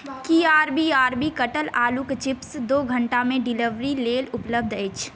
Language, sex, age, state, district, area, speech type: Maithili, female, 18-30, Bihar, Saharsa, rural, read